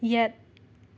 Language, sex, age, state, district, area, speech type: Manipuri, female, 18-30, Manipur, Imphal West, urban, read